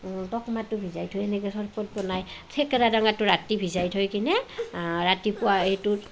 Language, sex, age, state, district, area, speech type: Assamese, female, 30-45, Assam, Nalbari, rural, spontaneous